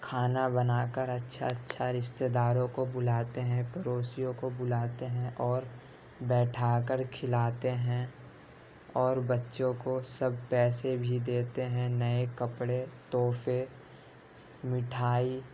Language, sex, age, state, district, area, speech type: Urdu, male, 18-30, Delhi, Central Delhi, urban, spontaneous